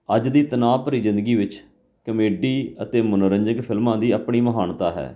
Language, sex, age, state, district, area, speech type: Punjabi, male, 45-60, Punjab, Fatehgarh Sahib, urban, spontaneous